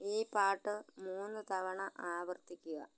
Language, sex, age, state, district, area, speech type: Malayalam, female, 60+, Kerala, Malappuram, rural, read